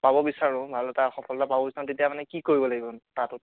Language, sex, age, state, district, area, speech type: Assamese, male, 30-45, Assam, Biswanath, rural, conversation